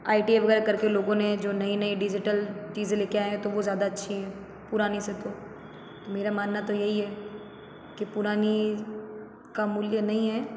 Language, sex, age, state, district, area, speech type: Hindi, female, 30-45, Rajasthan, Jodhpur, urban, spontaneous